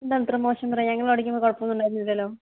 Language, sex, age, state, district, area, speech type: Malayalam, female, 60+, Kerala, Palakkad, rural, conversation